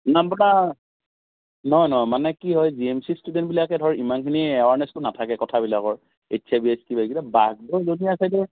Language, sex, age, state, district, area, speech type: Assamese, male, 45-60, Assam, Darrang, urban, conversation